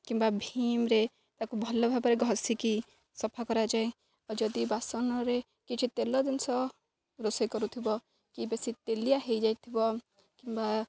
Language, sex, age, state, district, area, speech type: Odia, female, 18-30, Odisha, Jagatsinghpur, rural, spontaneous